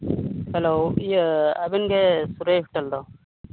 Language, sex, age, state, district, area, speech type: Santali, male, 30-45, Jharkhand, Seraikela Kharsawan, rural, conversation